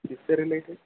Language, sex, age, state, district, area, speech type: Urdu, male, 18-30, Telangana, Hyderabad, urban, conversation